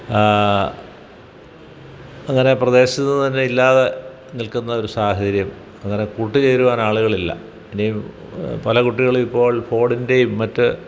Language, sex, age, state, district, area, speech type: Malayalam, male, 60+, Kerala, Kottayam, rural, spontaneous